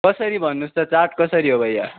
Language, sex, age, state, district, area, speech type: Nepali, male, 18-30, West Bengal, Darjeeling, rural, conversation